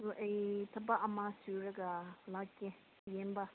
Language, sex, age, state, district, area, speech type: Manipuri, female, 18-30, Manipur, Senapati, rural, conversation